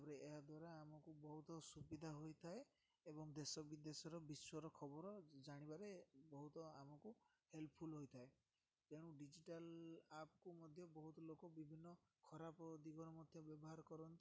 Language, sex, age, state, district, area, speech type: Odia, male, 18-30, Odisha, Ganjam, urban, spontaneous